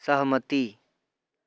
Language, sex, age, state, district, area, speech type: Maithili, male, 18-30, Bihar, Darbhanga, urban, read